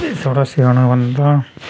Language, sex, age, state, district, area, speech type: Dogri, male, 30-45, Jammu and Kashmir, Reasi, rural, spontaneous